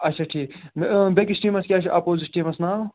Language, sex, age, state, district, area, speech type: Kashmiri, female, 30-45, Jammu and Kashmir, Srinagar, urban, conversation